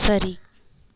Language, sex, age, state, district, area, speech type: Tamil, female, 18-30, Tamil Nadu, Nagapattinam, rural, read